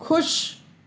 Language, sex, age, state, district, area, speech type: Sindhi, female, 60+, Delhi, South Delhi, urban, read